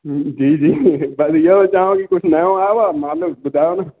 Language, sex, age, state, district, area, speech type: Sindhi, male, 18-30, Madhya Pradesh, Katni, urban, conversation